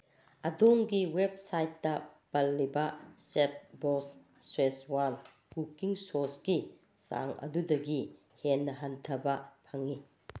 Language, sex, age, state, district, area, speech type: Manipuri, female, 45-60, Manipur, Bishnupur, urban, read